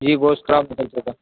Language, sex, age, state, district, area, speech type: Urdu, male, 18-30, Uttar Pradesh, Saharanpur, urban, conversation